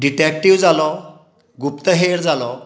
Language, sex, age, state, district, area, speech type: Goan Konkani, male, 60+, Goa, Tiswadi, rural, spontaneous